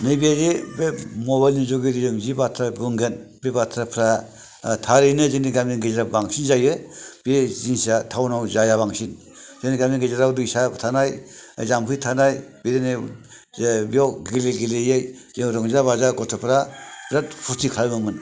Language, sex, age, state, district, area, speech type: Bodo, male, 60+, Assam, Chirang, rural, spontaneous